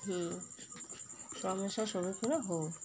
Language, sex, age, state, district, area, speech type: Odia, female, 30-45, Odisha, Malkangiri, urban, spontaneous